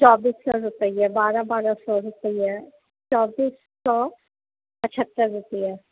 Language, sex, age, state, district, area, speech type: Hindi, female, 45-60, Bihar, Vaishali, urban, conversation